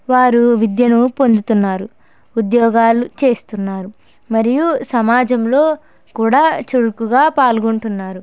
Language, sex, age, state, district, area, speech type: Telugu, female, 18-30, Andhra Pradesh, Konaseema, rural, spontaneous